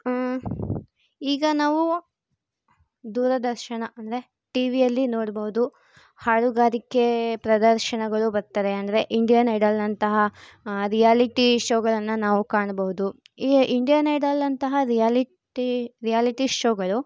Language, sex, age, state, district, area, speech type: Kannada, female, 18-30, Karnataka, Chitradurga, urban, spontaneous